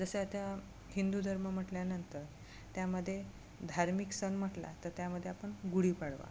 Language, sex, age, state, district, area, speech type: Marathi, female, 30-45, Maharashtra, Amravati, rural, spontaneous